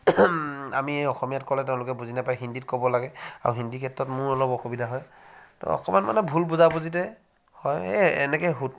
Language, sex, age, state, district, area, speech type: Assamese, male, 60+, Assam, Charaideo, rural, spontaneous